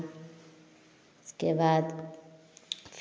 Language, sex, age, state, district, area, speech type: Hindi, female, 30-45, Bihar, Samastipur, rural, spontaneous